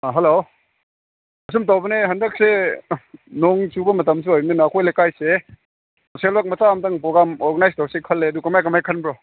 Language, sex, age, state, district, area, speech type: Manipuri, male, 45-60, Manipur, Ukhrul, rural, conversation